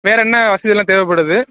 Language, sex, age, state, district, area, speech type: Tamil, male, 18-30, Tamil Nadu, Thanjavur, rural, conversation